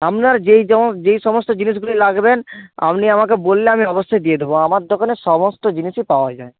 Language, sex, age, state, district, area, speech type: Bengali, male, 18-30, West Bengal, Bankura, urban, conversation